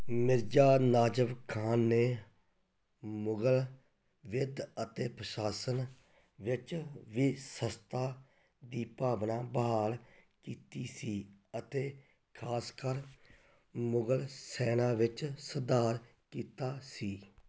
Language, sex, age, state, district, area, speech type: Punjabi, male, 30-45, Punjab, Tarn Taran, rural, read